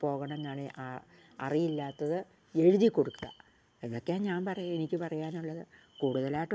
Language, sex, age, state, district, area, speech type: Malayalam, female, 60+, Kerala, Wayanad, rural, spontaneous